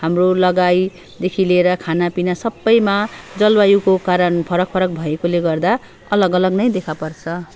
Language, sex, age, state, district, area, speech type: Nepali, female, 45-60, West Bengal, Darjeeling, rural, spontaneous